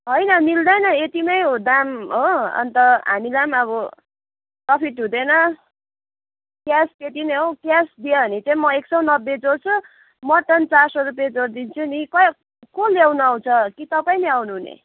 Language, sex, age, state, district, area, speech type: Nepali, female, 45-60, West Bengal, Kalimpong, rural, conversation